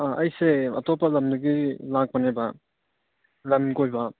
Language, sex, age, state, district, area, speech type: Manipuri, male, 30-45, Manipur, Churachandpur, rural, conversation